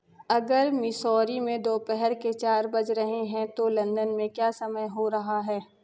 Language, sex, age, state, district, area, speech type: Hindi, female, 30-45, Madhya Pradesh, Katni, urban, read